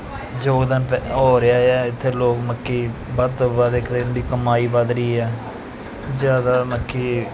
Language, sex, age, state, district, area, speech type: Punjabi, male, 30-45, Punjab, Pathankot, urban, spontaneous